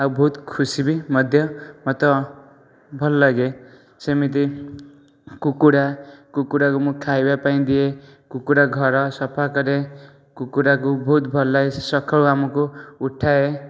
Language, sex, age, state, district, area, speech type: Odia, male, 18-30, Odisha, Jajpur, rural, spontaneous